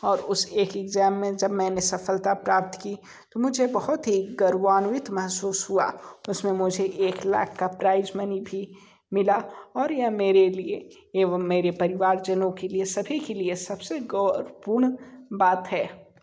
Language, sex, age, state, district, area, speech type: Hindi, male, 30-45, Uttar Pradesh, Sonbhadra, rural, spontaneous